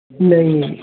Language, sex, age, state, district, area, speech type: Odia, male, 30-45, Odisha, Bargarh, urban, conversation